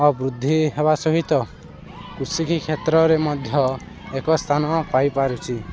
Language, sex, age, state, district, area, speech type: Odia, male, 18-30, Odisha, Balangir, urban, spontaneous